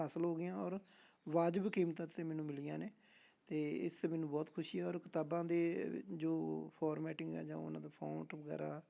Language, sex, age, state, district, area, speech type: Punjabi, male, 30-45, Punjab, Amritsar, urban, spontaneous